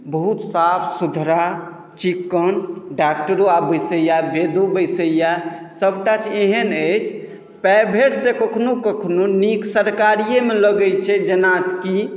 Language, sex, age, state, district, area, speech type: Maithili, male, 30-45, Bihar, Madhubani, rural, spontaneous